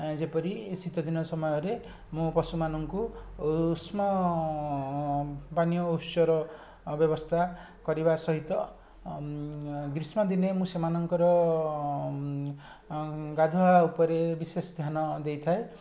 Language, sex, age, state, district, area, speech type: Odia, male, 45-60, Odisha, Puri, urban, spontaneous